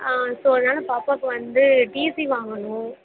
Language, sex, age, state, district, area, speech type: Tamil, female, 18-30, Tamil Nadu, Karur, rural, conversation